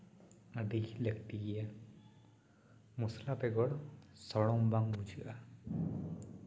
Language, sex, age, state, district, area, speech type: Santali, male, 18-30, West Bengal, Purba Bardhaman, rural, spontaneous